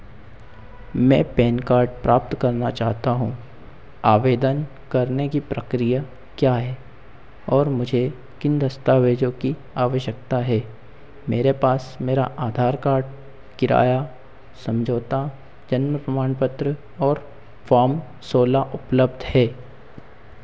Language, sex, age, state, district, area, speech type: Hindi, male, 60+, Madhya Pradesh, Harda, urban, read